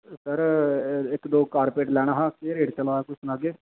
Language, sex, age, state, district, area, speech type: Dogri, male, 18-30, Jammu and Kashmir, Jammu, urban, conversation